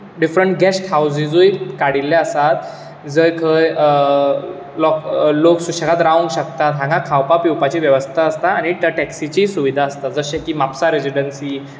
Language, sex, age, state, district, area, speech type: Goan Konkani, male, 18-30, Goa, Bardez, urban, spontaneous